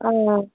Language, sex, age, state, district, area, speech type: Kashmiri, female, 45-60, Jammu and Kashmir, Srinagar, urban, conversation